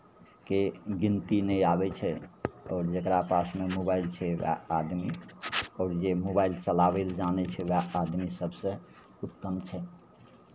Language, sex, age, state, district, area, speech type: Maithili, male, 60+, Bihar, Madhepura, rural, spontaneous